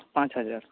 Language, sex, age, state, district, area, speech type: Bengali, male, 30-45, West Bengal, North 24 Parganas, urban, conversation